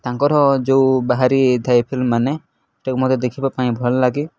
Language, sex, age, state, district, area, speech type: Odia, male, 18-30, Odisha, Nuapada, urban, spontaneous